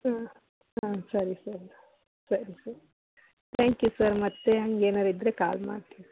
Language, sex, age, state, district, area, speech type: Kannada, female, 30-45, Karnataka, Chitradurga, urban, conversation